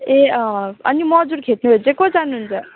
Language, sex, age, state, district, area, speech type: Nepali, female, 30-45, West Bengal, Darjeeling, rural, conversation